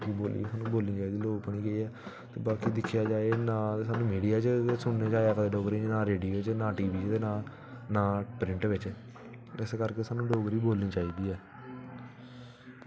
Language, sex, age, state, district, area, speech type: Dogri, male, 18-30, Jammu and Kashmir, Samba, rural, spontaneous